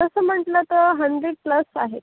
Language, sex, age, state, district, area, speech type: Marathi, female, 18-30, Maharashtra, Akola, urban, conversation